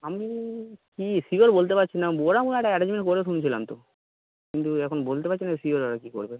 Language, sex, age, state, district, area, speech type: Bengali, male, 18-30, West Bengal, Darjeeling, urban, conversation